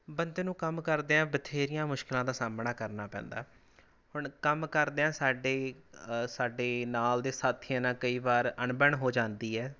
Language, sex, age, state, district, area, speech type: Punjabi, male, 18-30, Punjab, Rupnagar, rural, spontaneous